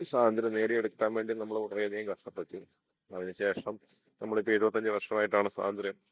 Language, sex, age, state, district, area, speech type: Malayalam, male, 30-45, Kerala, Idukki, rural, spontaneous